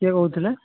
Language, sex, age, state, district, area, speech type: Odia, male, 45-60, Odisha, Nuapada, urban, conversation